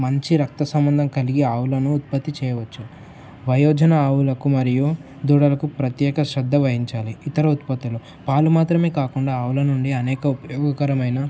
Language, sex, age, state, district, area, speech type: Telugu, male, 18-30, Telangana, Mulugu, urban, spontaneous